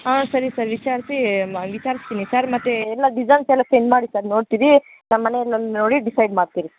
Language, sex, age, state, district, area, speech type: Kannada, female, 18-30, Karnataka, Kolar, rural, conversation